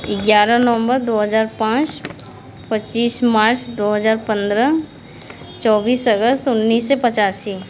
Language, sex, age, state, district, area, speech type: Hindi, female, 45-60, Uttar Pradesh, Mirzapur, urban, spontaneous